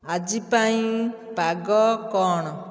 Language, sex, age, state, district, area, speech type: Odia, female, 60+, Odisha, Dhenkanal, rural, read